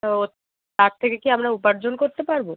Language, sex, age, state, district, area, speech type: Bengali, female, 18-30, West Bengal, Birbhum, urban, conversation